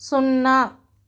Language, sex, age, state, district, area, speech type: Telugu, female, 45-60, Andhra Pradesh, Guntur, rural, read